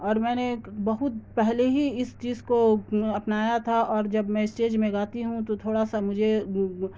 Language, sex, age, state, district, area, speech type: Urdu, female, 30-45, Bihar, Darbhanga, rural, spontaneous